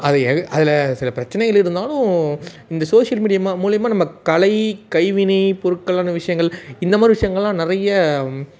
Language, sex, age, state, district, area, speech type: Tamil, male, 18-30, Tamil Nadu, Tiruvannamalai, urban, spontaneous